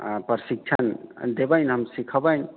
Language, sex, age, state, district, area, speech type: Maithili, male, 45-60, Bihar, Sitamarhi, rural, conversation